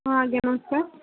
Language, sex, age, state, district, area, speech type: Odia, female, 18-30, Odisha, Subarnapur, urban, conversation